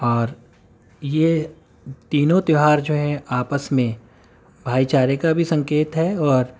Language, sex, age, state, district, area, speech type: Urdu, male, 30-45, Uttar Pradesh, Gautam Buddha Nagar, urban, spontaneous